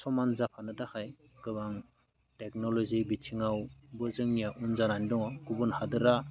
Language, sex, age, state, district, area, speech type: Bodo, male, 30-45, Assam, Baksa, rural, spontaneous